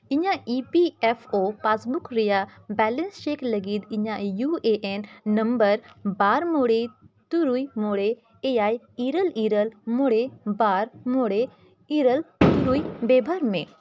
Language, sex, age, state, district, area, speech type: Santali, female, 18-30, Jharkhand, Bokaro, rural, read